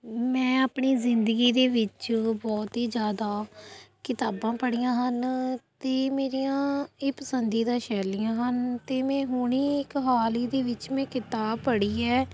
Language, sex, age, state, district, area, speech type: Punjabi, female, 18-30, Punjab, Fatehgarh Sahib, rural, spontaneous